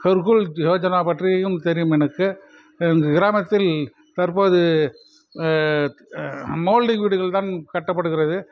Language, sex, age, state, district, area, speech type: Tamil, male, 45-60, Tamil Nadu, Krishnagiri, rural, spontaneous